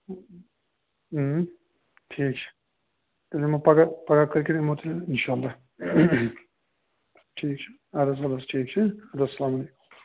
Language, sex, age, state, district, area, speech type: Kashmiri, male, 45-60, Jammu and Kashmir, Kupwara, urban, conversation